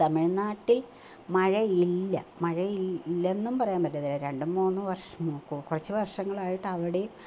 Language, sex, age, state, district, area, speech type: Malayalam, female, 45-60, Kerala, Kottayam, rural, spontaneous